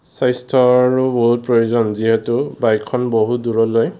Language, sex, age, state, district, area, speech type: Assamese, male, 18-30, Assam, Morigaon, rural, spontaneous